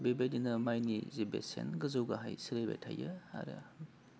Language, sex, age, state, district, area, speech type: Bodo, male, 30-45, Assam, Udalguri, urban, spontaneous